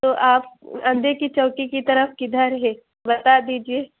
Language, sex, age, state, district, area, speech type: Urdu, female, 30-45, Uttar Pradesh, Lucknow, rural, conversation